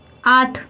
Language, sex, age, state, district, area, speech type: Bengali, female, 18-30, West Bengal, Jalpaiguri, rural, read